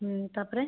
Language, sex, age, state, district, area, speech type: Odia, female, 30-45, Odisha, Kandhamal, rural, conversation